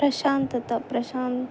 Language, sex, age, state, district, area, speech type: Telugu, female, 18-30, Telangana, Adilabad, urban, spontaneous